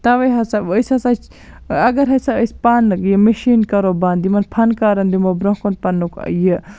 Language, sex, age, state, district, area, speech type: Kashmiri, female, 18-30, Jammu and Kashmir, Baramulla, rural, spontaneous